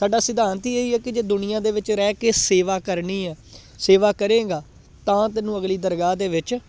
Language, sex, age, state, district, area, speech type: Punjabi, male, 18-30, Punjab, Gurdaspur, rural, spontaneous